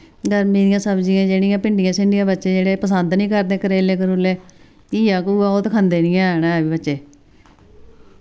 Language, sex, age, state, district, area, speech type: Dogri, female, 45-60, Jammu and Kashmir, Samba, rural, spontaneous